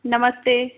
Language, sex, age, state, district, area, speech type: Hindi, female, 45-60, Madhya Pradesh, Balaghat, rural, conversation